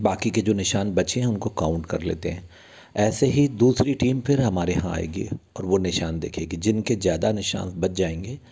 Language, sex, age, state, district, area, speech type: Hindi, male, 60+, Madhya Pradesh, Bhopal, urban, spontaneous